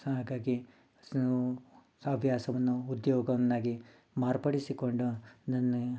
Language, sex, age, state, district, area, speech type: Kannada, male, 30-45, Karnataka, Mysore, urban, spontaneous